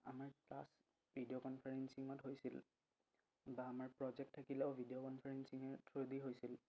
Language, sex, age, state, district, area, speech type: Assamese, male, 18-30, Assam, Udalguri, rural, spontaneous